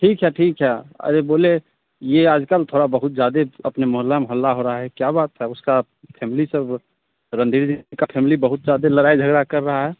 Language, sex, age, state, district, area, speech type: Hindi, male, 18-30, Bihar, Begusarai, rural, conversation